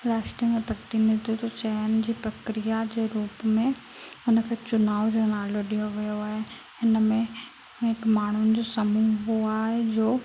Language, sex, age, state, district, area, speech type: Sindhi, female, 18-30, Rajasthan, Ajmer, urban, spontaneous